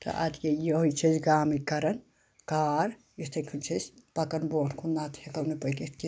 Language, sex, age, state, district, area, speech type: Kashmiri, female, 60+, Jammu and Kashmir, Anantnag, rural, spontaneous